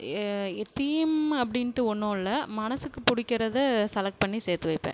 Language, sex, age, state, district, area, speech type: Tamil, female, 30-45, Tamil Nadu, Cuddalore, rural, spontaneous